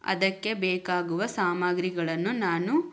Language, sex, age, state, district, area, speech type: Kannada, female, 18-30, Karnataka, Chamarajanagar, rural, spontaneous